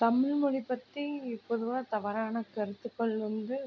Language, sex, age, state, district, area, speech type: Tamil, female, 30-45, Tamil Nadu, Coimbatore, rural, spontaneous